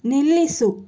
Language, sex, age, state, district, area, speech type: Kannada, female, 30-45, Karnataka, Chikkaballapur, urban, read